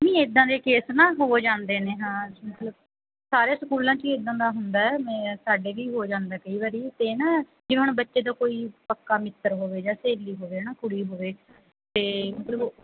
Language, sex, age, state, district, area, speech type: Punjabi, female, 30-45, Punjab, Mansa, urban, conversation